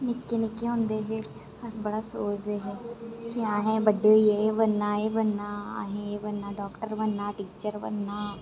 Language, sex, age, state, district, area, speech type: Dogri, female, 18-30, Jammu and Kashmir, Reasi, urban, spontaneous